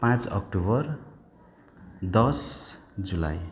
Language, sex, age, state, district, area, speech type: Nepali, male, 45-60, West Bengal, Darjeeling, rural, spontaneous